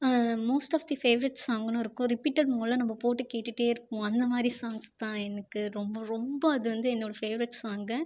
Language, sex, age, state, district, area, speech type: Tamil, female, 18-30, Tamil Nadu, Viluppuram, urban, spontaneous